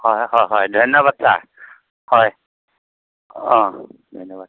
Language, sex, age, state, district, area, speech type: Assamese, male, 45-60, Assam, Dhemaji, rural, conversation